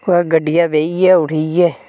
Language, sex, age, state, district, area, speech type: Dogri, female, 60+, Jammu and Kashmir, Reasi, rural, spontaneous